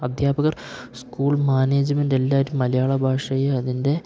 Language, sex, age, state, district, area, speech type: Malayalam, male, 18-30, Kerala, Idukki, rural, spontaneous